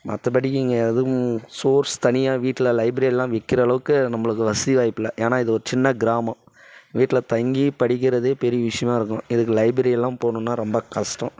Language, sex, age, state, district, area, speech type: Tamil, female, 18-30, Tamil Nadu, Dharmapuri, urban, spontaneous